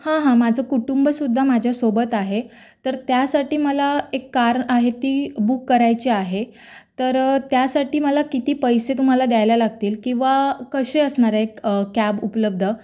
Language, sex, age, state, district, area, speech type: Marathi, female, 18-30, Maharashtra, Raigad, rural, spontaneous